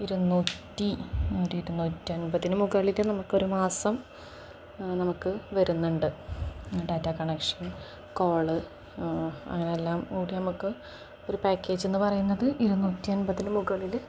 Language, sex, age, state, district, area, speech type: Malayalam, female, 18-30, Kerala, Palakkad, rural, spontaneous